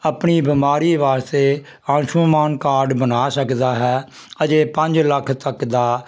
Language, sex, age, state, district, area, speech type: Punjabi, male, 60+, Punjab, Jalandhar, rural, spontaneous